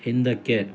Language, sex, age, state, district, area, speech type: Kannada, male, 30-45, Karnataka, Mandya, rural, read